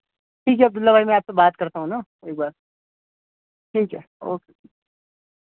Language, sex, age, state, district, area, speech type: Urdu, male, 30-45, Delhi, North East Delhi, urban, conversation